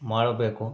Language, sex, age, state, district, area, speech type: Kannada, male, 45-60, Karnataka, Bangalore Rural, urban, spontaneous